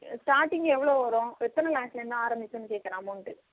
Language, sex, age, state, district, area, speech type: Tamil, male, 60+, Tamil Nadu, Tiruvarur, rural, conversation